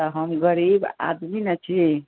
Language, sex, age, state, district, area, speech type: Maithili, female, 60+, Bihar, Sitamarhi, rural, conversation